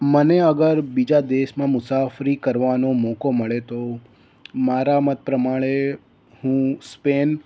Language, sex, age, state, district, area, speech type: Gujarati, male, 18-30, Gujarat, Ahmedabad, urban, spontaneous